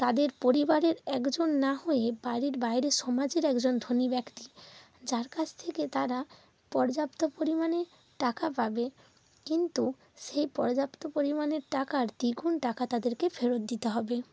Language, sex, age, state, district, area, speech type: Bengali, female, 30-45, West Bengal, North 24 Parganas, rural, spontaneous